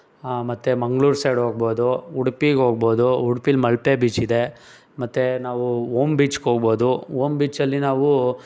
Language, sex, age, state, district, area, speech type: Kannada, male, 18-30, Karnataka, Tumkur, urban, spontaneous